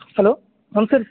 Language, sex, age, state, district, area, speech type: Kannada, male, 18-30, Karnataka, Bellary, urban, conversation